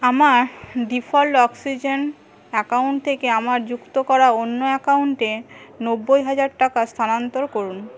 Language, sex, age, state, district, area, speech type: Bengali, female, 18-30, West Bengal, Paschim Medinipur, rural, read